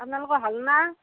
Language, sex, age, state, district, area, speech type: Assamese, female, 45-60, Assam, Nalbari, rural, conversation